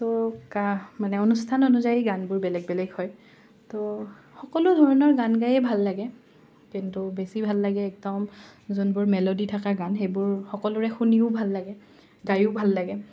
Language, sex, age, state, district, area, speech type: Assamese, female, 18-30, Assam, Nalbari, rural, spontaneous